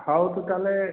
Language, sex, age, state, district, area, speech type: Odia, male, 45-60, Odisha, Dhenkanal, rural, conversation